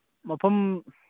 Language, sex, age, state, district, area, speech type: Manipuri, male, 18-30, Manipur, Churachandpur, rural, conversation